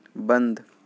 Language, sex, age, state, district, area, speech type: Urdu, male, 18-30, Uttar Pradesh, Shahjahanpur, rural, read